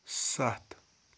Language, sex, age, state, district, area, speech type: Kashmiri, male, 45-60, Jammu and Kashmir, Ganderbal, rural, read